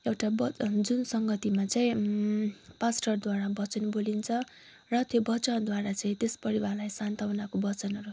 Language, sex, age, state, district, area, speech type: Nepali, female, 18-30, West Bengal, Kalimpong, rural, spontaneous